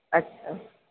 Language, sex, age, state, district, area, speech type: Sindhi, female, 60+, Uttar Pradesh, Lucknow, urban, conversation